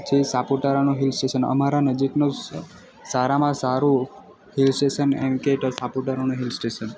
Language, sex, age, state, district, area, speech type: Gujarati, male, 18-30, Gujarat, Valsad, rural, spontaneous